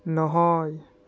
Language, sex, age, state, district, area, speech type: Assamese, male, 30-45, Assam, Biswanath, rural, read